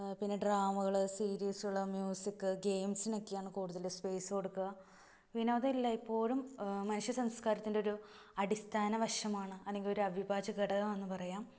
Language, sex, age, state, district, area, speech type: Malayalam, female, 18-30, Kerala, Ernakulam, rural, spontaneous